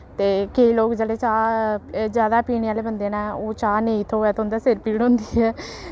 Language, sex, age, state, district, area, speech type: Dogri, female, 18-30, Jammu and Kashmir, Samba, rural, spontaneous